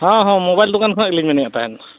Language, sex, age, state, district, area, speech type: Santali, male, 45-60, Odisha, Mayurbhanj, rural, conversation